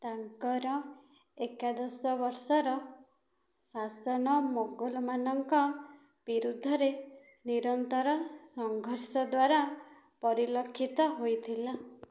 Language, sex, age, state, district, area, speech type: Odia, female, 18-30, Odisha, Dhenkanal, rural, read